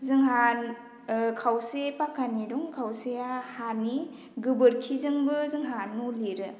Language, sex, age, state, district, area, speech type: Bodo, female, 18-30, Assam, Baksa, rural, spontaneous